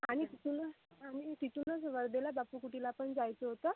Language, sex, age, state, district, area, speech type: Marathi, female, 18-30, Maharashtra, Amravati, urban, conversation